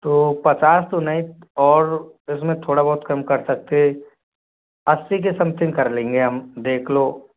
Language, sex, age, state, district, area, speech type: Hindi, male, 18-30, Rajasthan, Jodhpur, rural, conversation